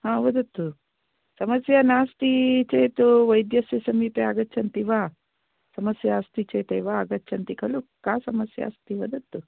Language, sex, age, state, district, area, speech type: Sanskrit, female, 45-60, Karnataka, Uttara Kannada, urban, conversation